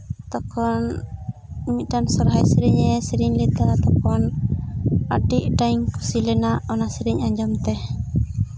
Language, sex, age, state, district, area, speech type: Santali, female, 30-45, West Bengal, Purba Bardhaman, rural, spontaneous